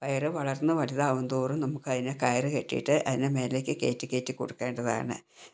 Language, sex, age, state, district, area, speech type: Malayalam, female, 60+, Kerala, Wayanad, rural, spontaneous